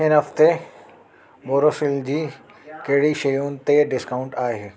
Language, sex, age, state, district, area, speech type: Sindhi, male, 30-45, Delhi, South Delhi, urban, read